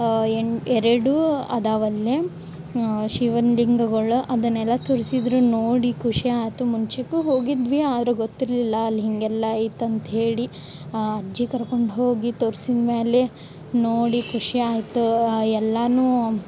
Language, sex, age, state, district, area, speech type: Kannada, female, 18-30, Karnataka, Gadag, urban, spontaneous